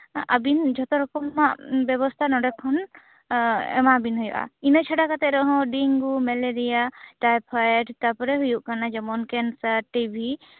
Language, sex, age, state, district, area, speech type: Santali, female, 18-30, West Bengal, Bankura, rural, conversation